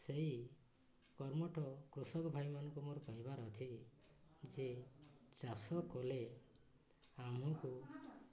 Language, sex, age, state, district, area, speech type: Odia, male, 60+, Odisha, Mayurbhanj, rural, spontaneous